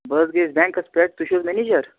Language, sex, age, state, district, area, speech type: Kashmiri, male, 45-60, Jammu and Kashmir, Budgam, urban, conversation